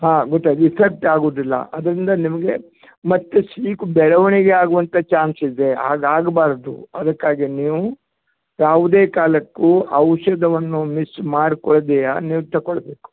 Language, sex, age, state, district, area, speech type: Kannada, male, 60+, Karnataka, Uttara Kannada, rural, conversation